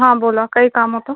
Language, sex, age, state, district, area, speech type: Marathi, female, 18-30, Maharashtra, Akola, rural, conversation